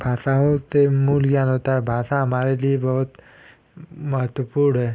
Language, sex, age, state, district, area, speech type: Hindi, male, 18-30, Uttar Pradesh, Ghazipur, rural, spontaneous